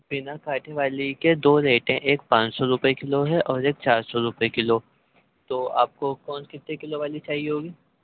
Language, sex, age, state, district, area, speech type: Urdu, male, 18-30, Uttar Pradesh, Ghaziabad, rural, conversation